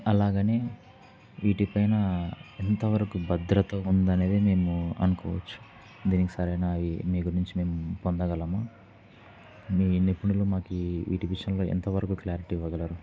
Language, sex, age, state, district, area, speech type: Telugu, male, 18-30, Andhra Pradesh, Kurnool, urban, spontaneous